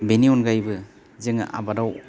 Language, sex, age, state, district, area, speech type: Bodo, male, 30-45, Assam, Baksa, rural, spontaneous